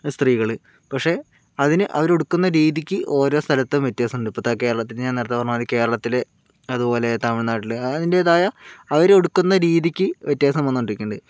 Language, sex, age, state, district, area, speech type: Malayalam, male, 30-45, Kerala, Palakkad, rural, spontaneous